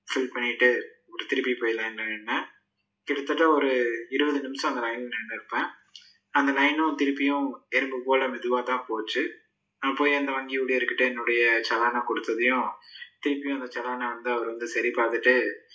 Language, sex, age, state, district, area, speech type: Tamil, male, 30-45, Tamil Nadu, Tiruppur, rural, spontaneous